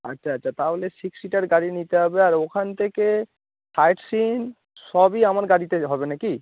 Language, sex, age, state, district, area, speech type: Bengali, male, 30-45, West Bengal, Howrah, urban, conversation